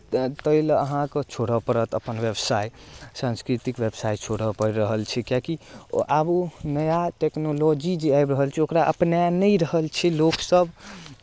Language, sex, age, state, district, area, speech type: Maithili, male, 18-30, Bihar, Darbhanga, rural, spontaneous